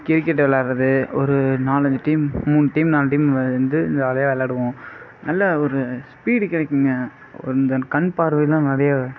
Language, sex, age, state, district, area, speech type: Tamil, male, 30-45, Tamil Nadu, Sivaganga, rural, spontaneous